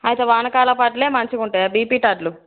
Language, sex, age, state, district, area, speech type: Telugu, female, 18-30, Telangana, Peddapalli, rural, conversation